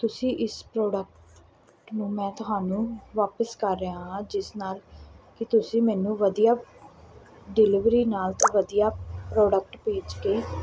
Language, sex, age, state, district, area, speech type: Punjabi, female, 18-30, Punjab, Pathankot, urban, spontaneous